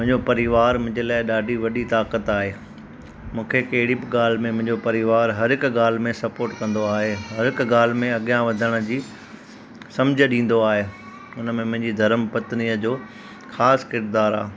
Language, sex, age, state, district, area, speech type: Sindhi, male, 30-45, Gujarat, Junagadh, rural, spontaneous